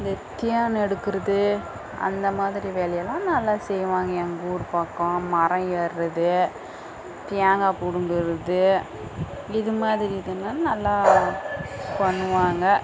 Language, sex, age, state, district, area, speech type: Tamil, female, 60+, Tamil Nadu, Dharmapuri, rural, spontaneous